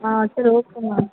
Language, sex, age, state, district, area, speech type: Tamil, female, 18-30, Tamil Nadu, Sivaganga, rural, conversation